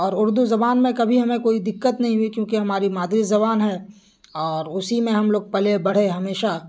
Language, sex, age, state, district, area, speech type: Urdu, male, 18-30, Bihar, Purnia, rural, spontaneous